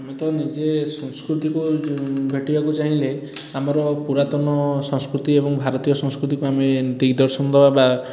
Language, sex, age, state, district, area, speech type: Odia, male, 30-45, Odisha, Puri, urban, spontaneous